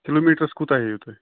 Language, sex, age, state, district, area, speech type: Kashmiri, male, 30-45, Jammu and Kashmir, Bandipora, rural, conversation